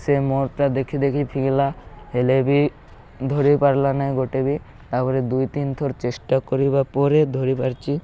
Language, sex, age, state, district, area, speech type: Odia, male, 18-30, Odisha, Malkangiri, urban, spontaneous